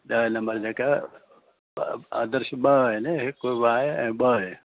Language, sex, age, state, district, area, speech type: Sindhi, male, 60+, Gujarat, Junagadh, rural, conversation